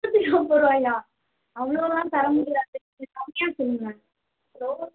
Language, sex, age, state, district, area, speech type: Tamil, female, 18-30, Tamil Nadu, Madurai, urban, conversation